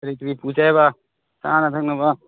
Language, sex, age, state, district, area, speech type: Manipuri, male, 30-45, Manipur, Chandel, rural, conversation